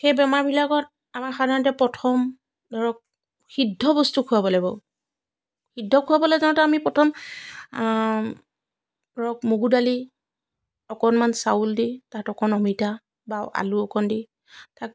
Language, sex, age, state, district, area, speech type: Assamese, female, 45-60, Assam, Biswanath, rural, spontaneous